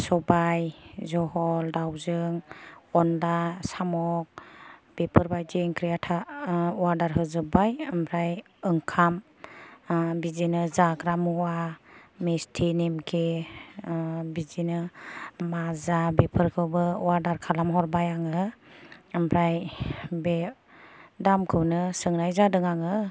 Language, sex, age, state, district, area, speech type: Bodo, female, 45-60, Assam, Kokrajhar, rural, spontaneous